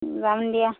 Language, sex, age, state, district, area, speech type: Assamese, female, 45-60, Assam, Darrang, rural, conversation